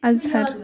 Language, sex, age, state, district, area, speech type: Kashmiri, female, 18-30, Jammu and Kashmir, Ganderbal, rural, spontaneous